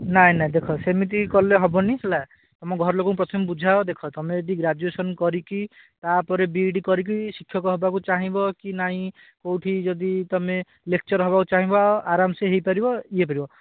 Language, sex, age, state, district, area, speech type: Odia, male, 18-30, Odisha, Bhadrak, rural, conversation